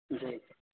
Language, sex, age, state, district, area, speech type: Urdu, male, 18-30, Delhi, South Delhi, urban, conversation